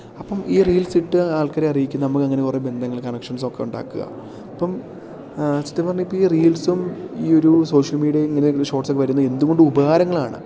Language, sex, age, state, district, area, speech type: Malayalam, male, 18-30, Kerala, Idukki, rural, spontaneous